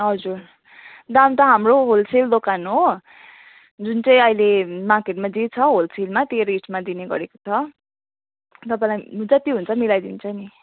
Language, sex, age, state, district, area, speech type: Nepali, female, 18-30, West Bengal, Jalpaiguri, urban, conversation